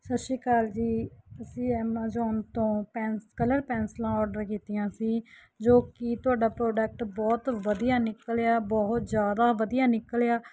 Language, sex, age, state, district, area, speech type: Punjabi, female, 30-45, Punjab, Mansa, urban, spontaneous